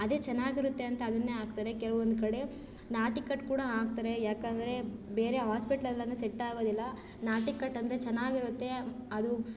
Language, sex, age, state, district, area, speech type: Kannada, female, 18-30, Karnataka, Chikkaballapur, rural, spontaneous